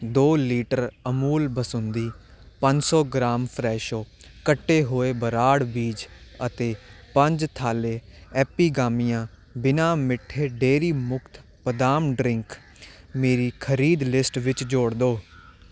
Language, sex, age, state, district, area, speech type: Punjabi, male, 18-30, Punjab, Hoshiarpur, urban, read